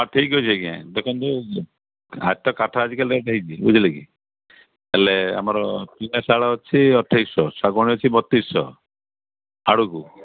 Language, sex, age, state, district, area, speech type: Odia, male, 60+, Odisha, Gajapati, rural, conversation